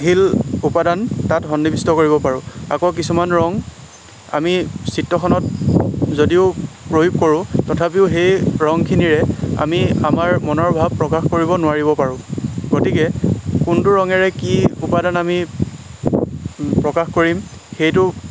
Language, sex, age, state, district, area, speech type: Assamese, male, 30-45, Assam, Lakhimpur, rural, spontaneous